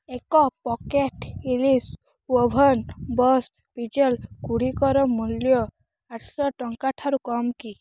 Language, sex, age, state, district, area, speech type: Odia, female, 18-30, Odisha, Rayagada, rural, read